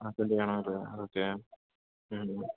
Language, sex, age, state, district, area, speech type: Malayalam, male, 18-30, Kerala, Idukki, rural, conversation